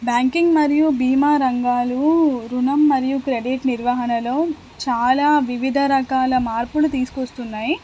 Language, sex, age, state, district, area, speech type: Telugu, female, 18-30, Telangana, Hanamkonda, urban, spontaneous